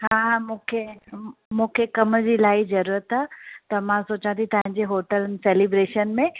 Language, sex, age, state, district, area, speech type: Sindhi, female, 30-45, Uttar Pradesh, Lucknow, urban, conversation